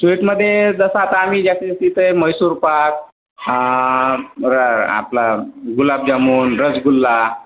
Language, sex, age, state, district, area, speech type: Marathi, male, 60+, Maharashtra, Yavatmal, rural, conversation